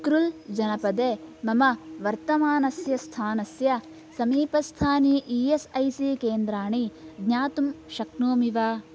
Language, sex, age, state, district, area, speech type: Sanskrit, female, 18-30, Karnataka, Bagalkot, rural, read